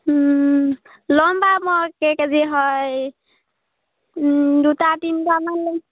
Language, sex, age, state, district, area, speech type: Assamese, female, 18-30, Assam, Sivasagar, rural, conversation